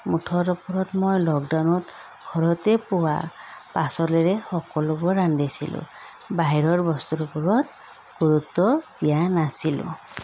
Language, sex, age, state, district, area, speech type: Assamese, female, 30-45, Assam, Sonitpur, rural, spontaneous